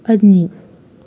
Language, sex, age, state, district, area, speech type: Manipuri, female, 18-30, Manipur, Kakching, rural, read